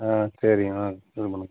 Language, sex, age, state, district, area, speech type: Tamil, male, 45-60, Tamil Nadu, Virudhunagar, rural, conversation